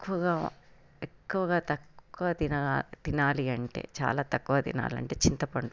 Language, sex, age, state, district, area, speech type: Telugu, female, 30-45, Telangana, Hyderabad, urban, spontaneous